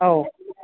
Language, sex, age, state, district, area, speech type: Malayalam, male, 30-45, Kerala, Alappuzha, rural, conversation